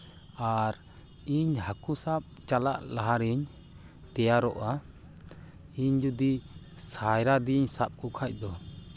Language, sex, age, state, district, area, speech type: Santali, male, 30-45, West Bengal, Purba Bardhaman, rural, spontaneous